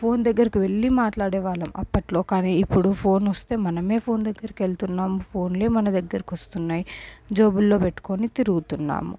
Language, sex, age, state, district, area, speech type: Telugu, female, 18-30, Telangana, Medchal, urban, spontaneous